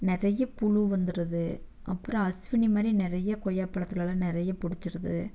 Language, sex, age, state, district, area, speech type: Tamil, female, 30-45, Tamil Nadu, Erode, rural, spontaneous